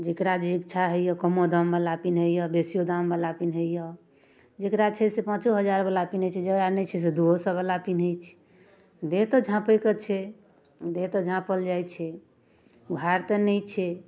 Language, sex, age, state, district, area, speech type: Maithili, female, 30-45, Bihar, Darbhanga, rural, spontaneous